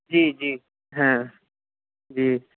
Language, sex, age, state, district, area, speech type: Urdu, male, 30-45, Uttar Pradesh, Lucknow, urban, conversation